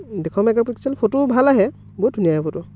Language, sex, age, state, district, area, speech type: Assamese, male, 18-30, Assam, Biswanath, rural, spontaneous